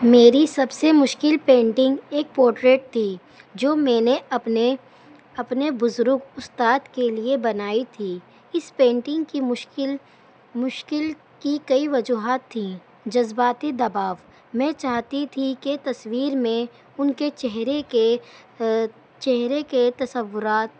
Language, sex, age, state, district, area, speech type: Urdu, female, 18-30, Delhi, New Delhi, urban, spontaneous